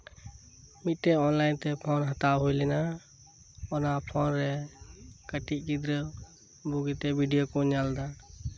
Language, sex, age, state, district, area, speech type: Santali, male, 18-30, West Bengal, Birbhum, rural, spontaneous